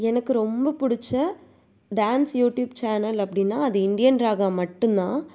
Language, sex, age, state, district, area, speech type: Tamil, female, 45-60, Tamil Nadu, Tiruvarur, rural, spontaneous